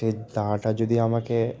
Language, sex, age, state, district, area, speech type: Bengali, male, 18-30, West Bengal, Malda, rural, spontaneous